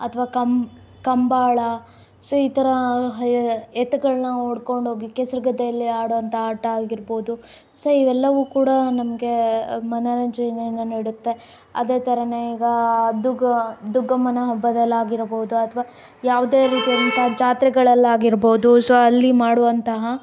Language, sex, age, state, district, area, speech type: Kannada, female, 18-30, Karnataka, Davanagere, urban, spontaneous